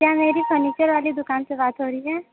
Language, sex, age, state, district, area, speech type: Hindi, female, 45-60, Uttar Pradesh, Sonbhadra, rural, conversation